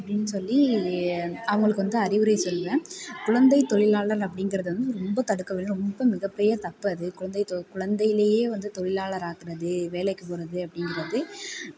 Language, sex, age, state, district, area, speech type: Tamil, female, 18-30, Tamil Nadu, Tiruvarur, rural, spontaneous